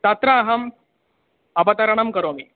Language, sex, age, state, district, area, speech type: Sanskrit, male, 18-30, Tamil Nadu, Kanyakumari, urban, conversation